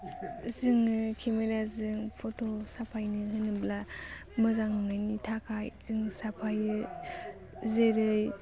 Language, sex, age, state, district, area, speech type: Bodo, female, 18-30, Assam, Baksa, rural, spontaneous